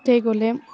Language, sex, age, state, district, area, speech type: Assamese, female, 18-30, Assam, Udalguri, rural, spontaneous